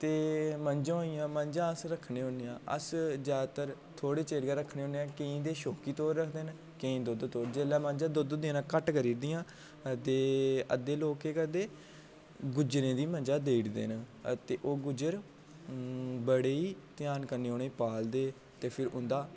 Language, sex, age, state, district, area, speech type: Dogri, male, 18-30, Jammu and Kashmir, Jammu, urban, spontaneous